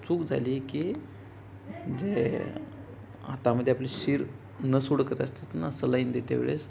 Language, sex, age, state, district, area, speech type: Marathi, male, 18-30, Maharashtra, Ratnagiri, rural, spontaneous